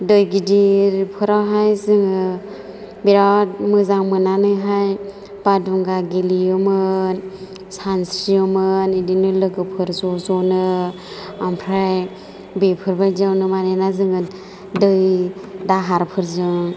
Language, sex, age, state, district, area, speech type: Bodo, female, 45-60, Assam, Chirang, rural, spontaneous